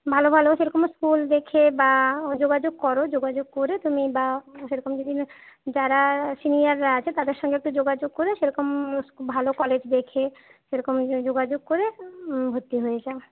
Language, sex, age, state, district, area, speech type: Bengali, female, 30-45, West Bengal, Jhargram, rural, conversation